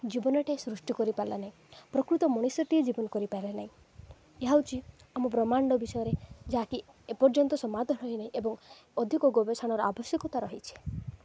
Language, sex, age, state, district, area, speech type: Odia, female, 18-30, Odisha, Nabarangpur, urban, spontaneous